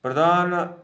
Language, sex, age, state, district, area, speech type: Sanskrit, male, 30-45, Karnataka, Dharwad, urban, spontaneous